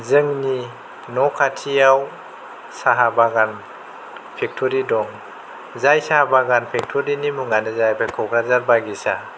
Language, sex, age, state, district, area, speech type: Bodo, male, 30-45, Assam, Kokrajhar, rural, spontaneous